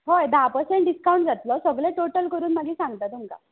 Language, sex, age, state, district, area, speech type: Goan Konkani, female, 18-30, Goa, Ponda, rural, conversation